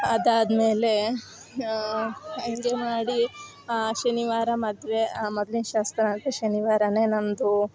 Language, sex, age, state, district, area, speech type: Kannada, female, 18-30, Karnataka, Chikkamagaluru, rural, spontaneous